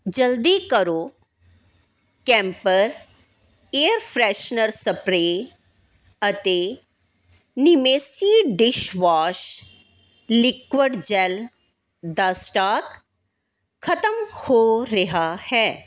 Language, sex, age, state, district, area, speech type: Punjabi, female, 45-60, Punjab, Tarn Taran, urban, read